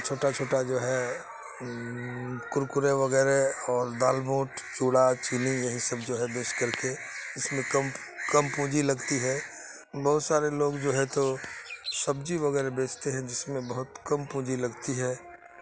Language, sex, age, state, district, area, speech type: Urdu, male, 60+, Bihar, Khagaria, rural, spontaneous